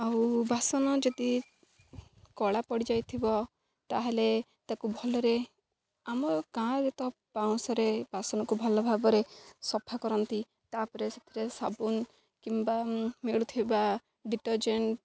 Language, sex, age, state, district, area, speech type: Odia, female, 18-30, Odisha, Jagatsinghpur, rural, spontaneous